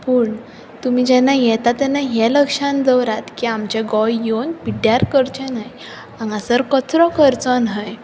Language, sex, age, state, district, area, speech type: Goan Konkani, female, 18-30, Goa, Bardez, urban, spontaneous